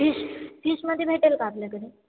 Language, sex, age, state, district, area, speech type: Marathi, female, 18-30, Maharashtra, Ahmednagar, urban, conversation